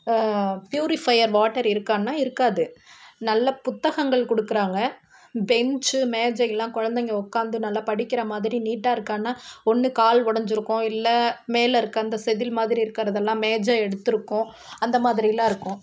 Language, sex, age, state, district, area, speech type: Tamil, female, 30-45, Tamil Nadu, Perambalur, rural, spontaneous